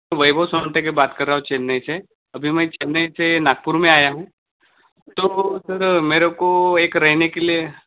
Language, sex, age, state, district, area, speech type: Marathi, male, 18-30, Maharashtra, Gadchiroli, rural, conversation